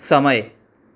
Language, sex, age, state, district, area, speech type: Gujarati, male, 30-45, Gujarat, Anand, urban, read